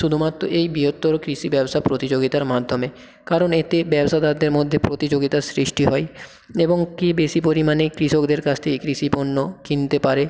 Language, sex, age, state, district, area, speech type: Bengali, male, 18-30, West Bengal, South 24 Parganas, rural, spontaneous